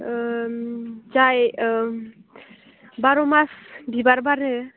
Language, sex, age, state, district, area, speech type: Bodo, female, 18-30, Assam, Udalguri, urban, conversation